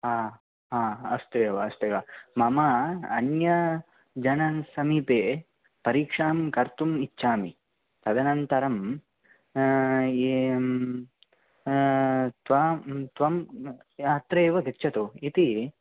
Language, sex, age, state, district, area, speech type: Sanskrit, male, 18-30, Karnataka, Dakshina Kannada, rural, conversation